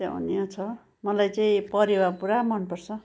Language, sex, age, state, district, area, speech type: Nepali, female, 60+, West Bengal, Kalimpong, rural, spontaneous